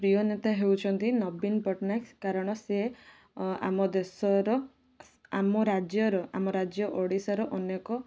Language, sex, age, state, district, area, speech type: Odia, female, 18-30, Odisha, Balasore, rural, spontaneous